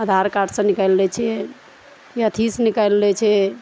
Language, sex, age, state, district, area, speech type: Maithili, female, 45-60, Bihar, Araria, rural, spontaneous